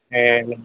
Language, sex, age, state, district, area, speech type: Tamil, male, 60+, Tamil Nadu, Madurai, rural, conversation